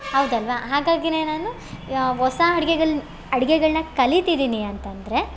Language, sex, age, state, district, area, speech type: Kannada, female, 18-30, Karnataka, Chitradurga, rural, spontaneous